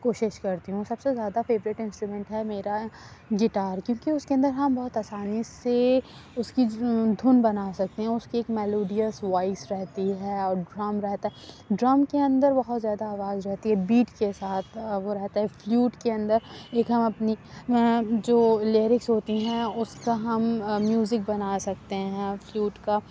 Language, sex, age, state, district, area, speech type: Urdu, female, 30-45, Uttar Pradesh, Aligarh, rural, spontaneous